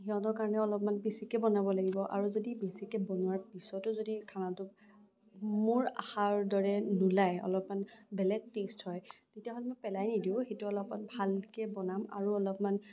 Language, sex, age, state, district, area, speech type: Assamese, female, 18-30, Assam, Kamrup Metropolitan, urban, spontaneous